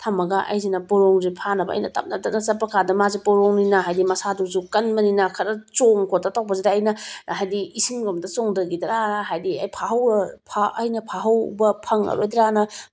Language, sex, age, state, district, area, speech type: Manipuri, female, 30-45, Manipur, Bishnupur, rural, spontaneous